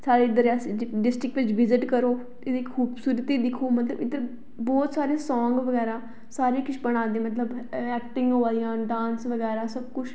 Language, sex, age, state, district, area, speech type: Dogri, female, 18-30, Jammu and Kashmir, Reasi, urban, spontaneous